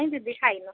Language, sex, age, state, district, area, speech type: Odia, female, 45-60, Odisha, Angul, rural, conversation